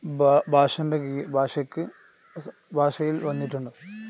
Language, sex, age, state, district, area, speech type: Malayalam, male, 18-30, Kerala, Kozhikode, rural, spontaneous